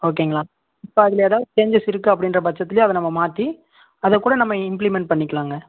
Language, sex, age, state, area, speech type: Tamil, male, 18-30, Tamil Nadu, rural, conversation